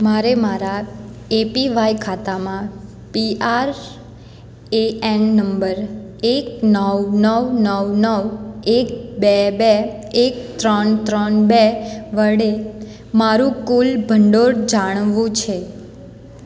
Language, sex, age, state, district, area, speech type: Gujarati, female, 18-30, Gujarat, Surat, rural, read